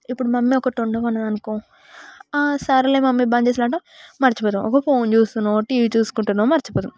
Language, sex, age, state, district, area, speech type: Telugu, female, 18-30, Telangana, Yadadri Bhuvanagiri, rural, spontaneous